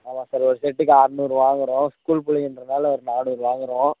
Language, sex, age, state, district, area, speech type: Tamil, male, 18-30, Tamil Nadu, Dharmapuri, urban, conversation